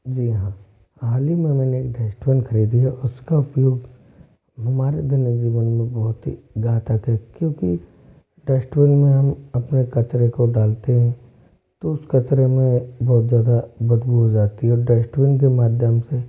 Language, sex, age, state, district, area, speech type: Hindi, male, 18-30, Rajasthan, Jaipur, urban, spontaneous